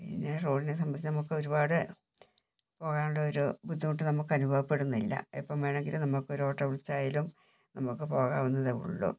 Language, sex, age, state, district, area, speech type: Malayalam, female, 60+, Kerala, Wayanad, rural, spontaneous